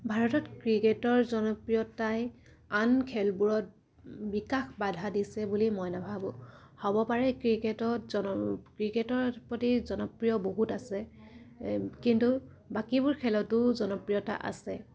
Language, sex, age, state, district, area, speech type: Assamese, female, 18-30, Assam, Dibrugarh, rural, spontaneous